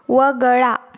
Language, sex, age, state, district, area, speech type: Marathi, female, 18-30, Maharashtra, Sindhudurg, rural, read